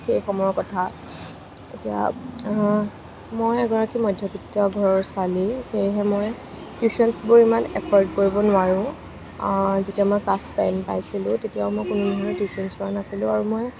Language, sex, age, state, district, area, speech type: Assamese, female, 18-30, Assam, Kamrup Metropolitan, urban, spontaneous